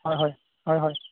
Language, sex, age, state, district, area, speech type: Assamese, male, 18-30, Assam, Golaghat, rural, conversation